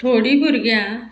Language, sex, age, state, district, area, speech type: Goan Konkani, female, 45-60, Goa, Quepem, rural, spontaneous